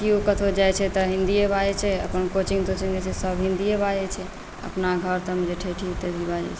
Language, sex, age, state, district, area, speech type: Maithili, female, 45-60, Bihar, Saharsa, rural, spontaneous